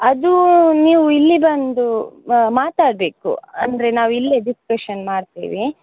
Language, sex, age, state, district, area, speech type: Kannada, female, 18-30, Karnataka, Dakshina Kannada, rural, conversation